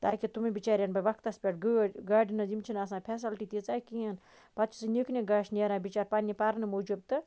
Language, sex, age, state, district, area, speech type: Kashmiri, female, 30-45, Jammu and Kashmir, Baramulla, rural, spontaneous